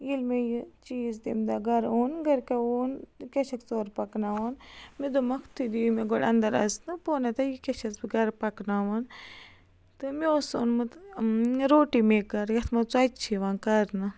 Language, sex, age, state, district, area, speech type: Kashmiri, female, 45-60, Jammu and Kashmir, Baramulla, rural, spontaneous